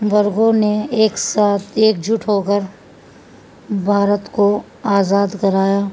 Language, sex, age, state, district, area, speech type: Urdu, female, 45-60, Uttar Pradesh, Muzaffarnagar, urban, spontaneous